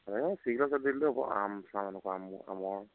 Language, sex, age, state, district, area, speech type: Assamese, male, 30-45, Assam, Charaideo, rural, conversation